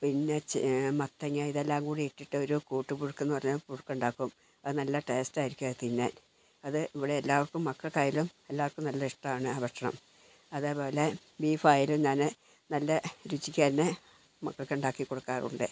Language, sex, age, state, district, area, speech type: Malayalam, female, 60+, Kerala, Wayanad, rural, spontaneous